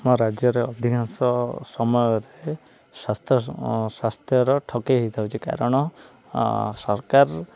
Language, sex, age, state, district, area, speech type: Odia, male, 18-30, Odisha, Ganjam, urban, spontaneous